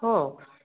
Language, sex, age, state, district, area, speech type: Odia, male, 30-45, Odisha, Subarnapur, urban, conversation